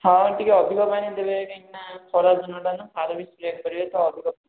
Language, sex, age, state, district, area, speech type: Odia, male, 18-30, Odisha, Khordha, rural, conversation